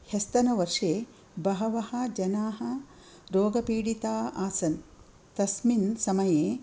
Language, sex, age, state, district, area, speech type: Sanskrit, female, 60+, Karnataka, Dakshina Kannada, urban, spontaneous